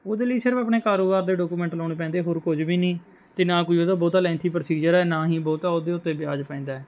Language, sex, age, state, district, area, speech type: Punjabi, male, 18-30, Punjab, Mohali, rural, spontaneous